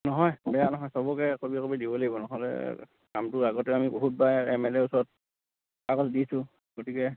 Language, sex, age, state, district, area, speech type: Assamese, male, 45-60, Assam, Lakhimpur, rural, conversation